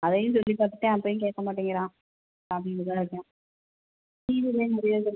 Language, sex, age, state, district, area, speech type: Tamil, female, 30-45, Tamil Nadu, Pudukkottai, urban, conversation